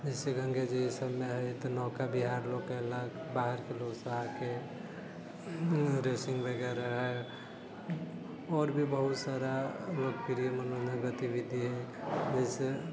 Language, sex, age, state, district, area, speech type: Maithili, male, 30-45, Bihar, Sitamarhi, rural, spontaneous